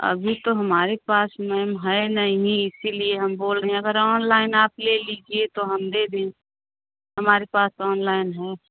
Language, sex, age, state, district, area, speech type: Hindi, female, 30-45, Uttar Pradesh, Prayagraj, rural, conversation